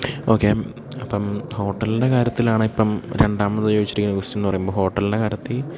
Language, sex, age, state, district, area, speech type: Malayalam, male, 18-30, Kerala, Idukki, rural, spontaneous